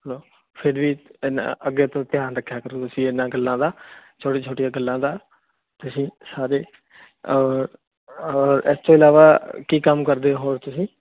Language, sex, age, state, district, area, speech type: Punjabi, male, 18-30, Punjab, Fazilka, rural, conversation